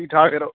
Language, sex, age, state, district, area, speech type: Dogri, male, 18-30, Jammu and Kashmir, Udhampur, rural, conversation